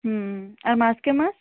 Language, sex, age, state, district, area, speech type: Odia, female, 18-30, Odisha, Subarnapur, urban, conversation